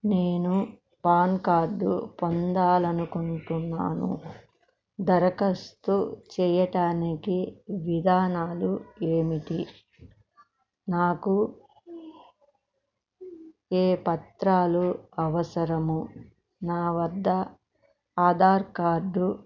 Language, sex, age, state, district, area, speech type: Telugu, female, 60+, Andhra Pradesh, Krishna, urban, read